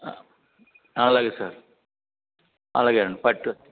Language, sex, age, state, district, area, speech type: Telugu, male, 60+, Andhra Pradesh, East Godavari, rural, conversation